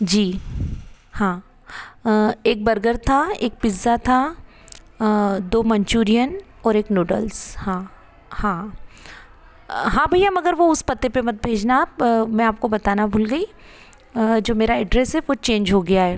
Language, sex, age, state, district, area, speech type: Hindi, female, 30-45, Madhya Pradesh, Ujjain, urban, spontaneous